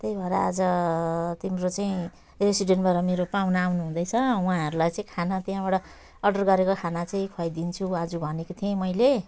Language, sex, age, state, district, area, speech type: Nepali, female, 45-60, West Bengal, Jalpaiguri, rural, spontaneous